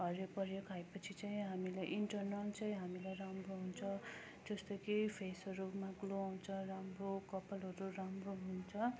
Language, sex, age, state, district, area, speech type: Nepali, female, 18-30, West Bengal, Darjeeling, rural, spontaneous